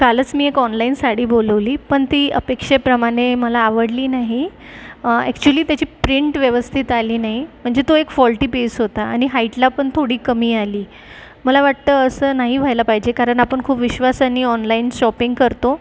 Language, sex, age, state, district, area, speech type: Marathi, female, 30-45, Maharashtra, Buldhana, urban, spontaneous